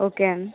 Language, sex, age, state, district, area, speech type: Telugu, female, 18-30, Andhra Pradesh, Srikakulam, urban, conversation